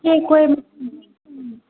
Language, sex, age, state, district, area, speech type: Hindi, female, 18-30, Bihar, Begusarai, rural, conversation